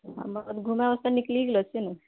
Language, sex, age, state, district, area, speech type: Maithili, female, 60+, Bihar, Purnia, rural, conversation